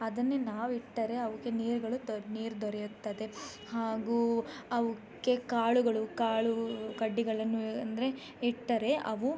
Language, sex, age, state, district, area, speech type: Kannada, female, 18-30, Karnataka, Chikkamagaluru, rural, spontaneous